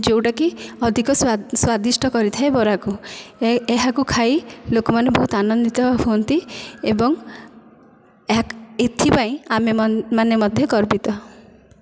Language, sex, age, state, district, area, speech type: Odia, female, 30-45, Odisha, Dhenkanal, rural, spontaneous